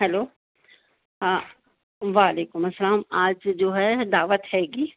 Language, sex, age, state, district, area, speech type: Urdu, female, 45-60, Uttar Pradesh, Rampur, urban, conversation